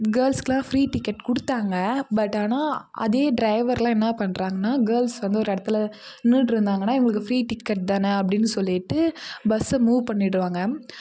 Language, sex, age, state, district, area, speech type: Tamil, female, 18-30, Tamil Nadu, Kallakurichi, urban, spontaneous